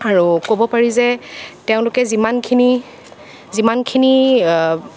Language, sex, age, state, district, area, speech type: Assamese, female, 18-30, Assam, Nagaon, rural, spontaneous